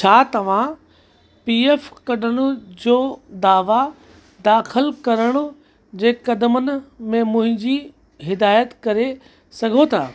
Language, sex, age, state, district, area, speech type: Sindhi, male, 30-45, Uttar Pradesh, Lucknow, rural, read